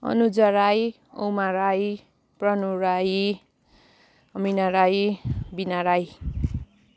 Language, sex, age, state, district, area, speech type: Nepali, female, 30-45, West Bengal, Jalpaiguri, urban, spontaneous